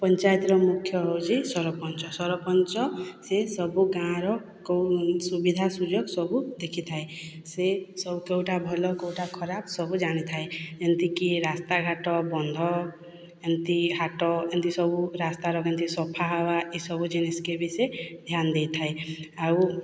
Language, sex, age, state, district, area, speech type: Odia, female, 45-60, Odisha, Boudh, rural, spontaneous